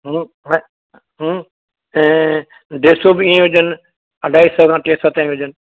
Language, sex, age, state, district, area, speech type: Sindhi, male, 60+, Maharashtra, Mumbai City, urban, conversation